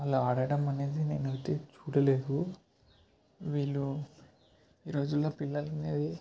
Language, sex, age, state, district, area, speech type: Telugu, male, 18-30, Telangana, Ranga Reddy, urban, spontaneous